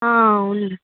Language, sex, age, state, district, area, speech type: Telugu, female, 18-30, Telangana, Vikarabad, rural, conversation